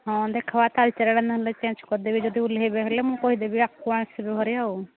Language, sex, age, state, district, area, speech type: Odia, female, 60+, Odisha, Angul, rural, conversation